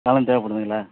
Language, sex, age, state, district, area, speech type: Tamil, male, 30-45, Tamil Nadu, Madurai, urban, conversation